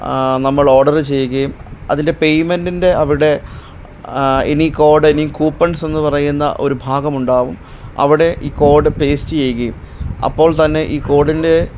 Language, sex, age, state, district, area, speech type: Malayalam, male, 18-30, Kerala, Pathanamthitta, urban, spontaneous